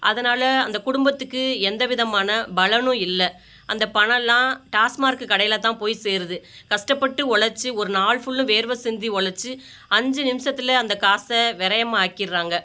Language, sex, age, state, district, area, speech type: Tamil, female, 45-60, Tamil Nadu, Ariyalur, rural, spontaneous